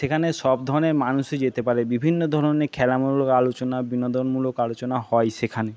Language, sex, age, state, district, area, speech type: Bengali, male, 30-45, West Bengal, Jhargram, rural, spontaneous